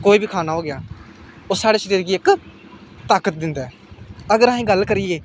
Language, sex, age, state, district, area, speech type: Dogri, male, 18-30, Jammu and Kashmir, Samba, rural, spontaneous